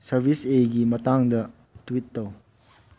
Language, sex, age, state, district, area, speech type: Manipuri, male, 18-30, Manipur, Churachandpur, rural, read